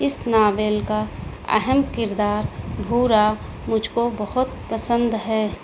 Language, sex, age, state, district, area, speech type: Urdu, female, 18-30, Delhi, South Delhi, rural, spontaneous